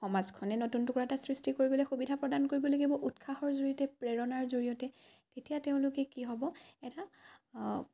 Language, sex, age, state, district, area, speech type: Assamese, female, 18-30, Assam, Dibrugarh, rural, spontaneous